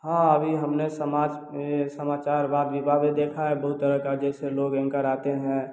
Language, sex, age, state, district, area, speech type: Hindi, male, 18-30, Bihar, Samastipur, rural, spontaneous